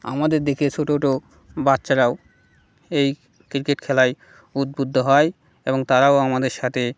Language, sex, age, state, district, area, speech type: Bengali, male, 30-45, West Bengal, Birbhum, urban, spontaneous